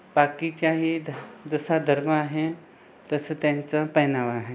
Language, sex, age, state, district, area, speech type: Marathi, other, 30-45, Maharashtra, Buldhana, urban, spontaneous